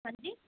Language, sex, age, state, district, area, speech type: Punjabi, female, 18-30, Punjab, Muktsar, urban, conversation